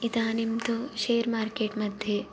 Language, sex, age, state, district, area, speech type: Sanskrit, female, 18-30, Karnataka, Vijayanagara, urban, spontaneous